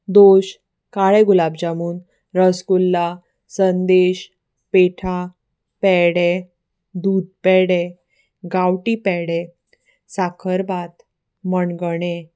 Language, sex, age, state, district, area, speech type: Goan Konkani, female, 30-45, Goa, Salcete, urban, spontaneous